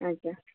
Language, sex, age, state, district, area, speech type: Odia, female, 45-60, Odisha, Sundergarh, rural, conversation